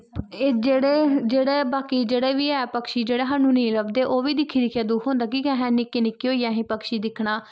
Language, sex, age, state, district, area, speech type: Dogri, female, 18-30, Jammu and Kashmir, Kathua, rural, spontaneous